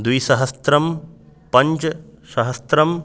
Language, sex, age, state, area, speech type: Sanskrit, male, 30-45, Uttar Pradesh, urban, spontaneous